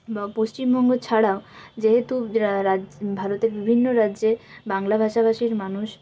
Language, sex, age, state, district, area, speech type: Bengali, female, 18-30, West Bengal, Jalpaiguri, rural, spontaneous